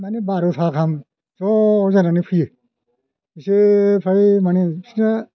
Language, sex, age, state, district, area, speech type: Bodo, male, 60+, Assam, Kokrajhar, urban, spontaneous